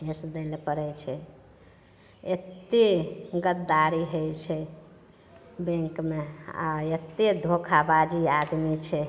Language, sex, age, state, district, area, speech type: Maithili, female, 60+, Bihar, Madhepura, rural, spontaneous